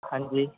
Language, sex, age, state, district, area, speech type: Punjabi, male, 18-30, Punjab, Shaheed Bhagat Singh Nagar, urban, conversation